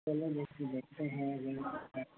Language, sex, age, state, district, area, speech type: Hindi, male, 45-60, Uttar Pradesh, Sitapur, rural, conversation